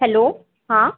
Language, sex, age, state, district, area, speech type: Hindi, female, 18-30, Madhya Pradesh, Chhindwara, urban, conversation